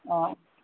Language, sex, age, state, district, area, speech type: Assamese, female, 45-60, Assam, Udalguri, rural, conversation